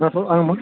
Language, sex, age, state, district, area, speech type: Tamil, male, 30-45, Tamil Nadu, Tiruvarur, rural, conversation